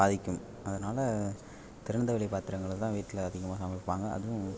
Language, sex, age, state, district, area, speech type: Tamil, male, 18-30, Tamil Nadu, Ariyalur, rural, spontaneous